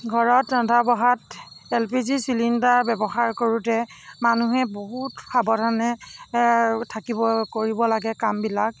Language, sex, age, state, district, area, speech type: Assamese, female, 45-60, Assam, Morigaon, rural, spontaneous